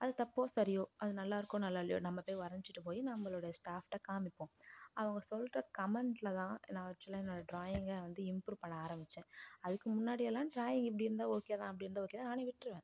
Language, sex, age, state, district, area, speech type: Tamil, female, 18-30, Tamil Nadu, Kallakurichi, rural, spontaneous